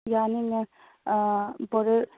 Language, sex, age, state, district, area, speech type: Manipuri, female, 30-45, Manipur, Chandel, rural, conversation